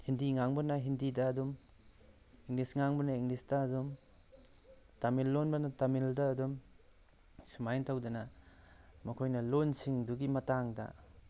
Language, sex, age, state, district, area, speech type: Manipuri, male, 45-60, Manipur, Tengnoupal, rural, spontaneous